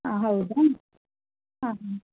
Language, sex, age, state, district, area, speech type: Kannada, female, 18-30, Karnataka, Shimoga, rural, conversation